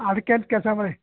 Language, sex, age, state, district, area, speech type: Kannada, male, 60+, Karnataka, Mysore, urban, conversation